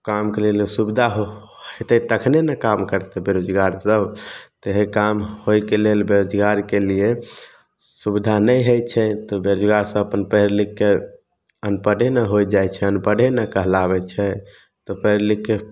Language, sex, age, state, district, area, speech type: Maithili, male, 18-30, Bihar, Samastipur, rural, spontaneous